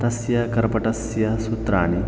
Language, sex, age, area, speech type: Sanskrit, male, 30-45, rural, spontaneous